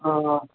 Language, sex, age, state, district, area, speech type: Malayalam, male, 18-30, Kerala, Thrissur, urban, conversation